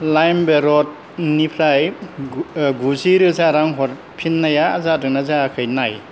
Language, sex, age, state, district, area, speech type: Bodo, male, 60+, Assam, Kokrajhar, rural, read